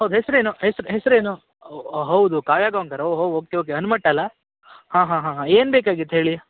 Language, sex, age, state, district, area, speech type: Kannada, male, 18-30, Karnataka, Uttara Kannada, rural, conversation